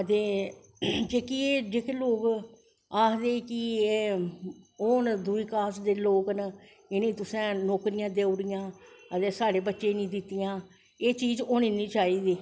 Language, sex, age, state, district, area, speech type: Dogri, male, 45-60, Jammu and Kashmir, Jammu, urban, spontaneous